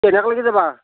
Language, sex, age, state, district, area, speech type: Assamese, male, 45-60, Assam, Nalbari, rural, conversation